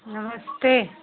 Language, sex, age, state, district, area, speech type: Hindi, female, 45-60, Uttar Pradesh, Prayagraj, rural, conversation